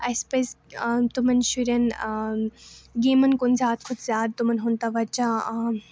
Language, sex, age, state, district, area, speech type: Kashmiri, female, 18-30, Jammu and Kashmir, Baramulla, rural, spontaneous